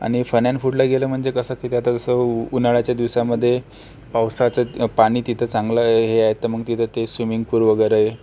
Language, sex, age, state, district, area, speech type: Marathi, male, 18-30, Maharashtra, Akola, rural, spontaneous